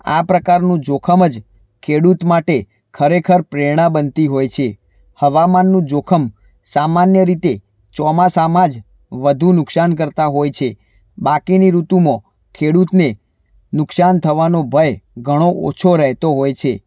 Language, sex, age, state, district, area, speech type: Gujarati, male, 18-30, Gujarat, Mehsana, rural, spontaneous